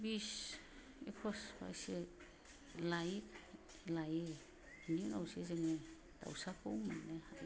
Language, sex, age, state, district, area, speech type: Bodo, female, 60+, Assam, Kokrajhar, urban, spontaneous